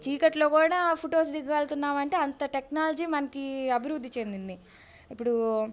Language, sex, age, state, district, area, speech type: Telugu, female, 18-30, Andhra Pradesh, Bapatla, urban, spontaneous